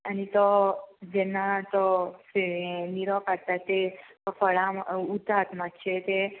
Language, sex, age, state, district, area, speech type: Goan Konkani, female, 18-30, Goa, Salcete, rural, conversation